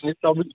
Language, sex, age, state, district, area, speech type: Odia, male, 18-30, Odisha, Cuttack, urban, conversation